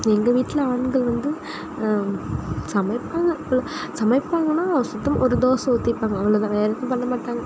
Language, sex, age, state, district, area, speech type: Tamil, female, 45-60, Tamil Nadu, Sivaganga, rural, spontaneous